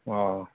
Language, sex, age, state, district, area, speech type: Assamese, male, 45-60, Assam, Nagaon, rural, conversation